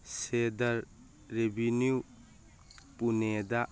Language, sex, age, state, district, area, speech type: Manipuri, male, 45-60, Manipur, Churachandpur, rural, read